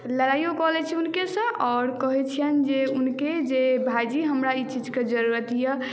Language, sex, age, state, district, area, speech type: Maithili, male, 18-30, Bihar, Madhubani, rural, spontaneous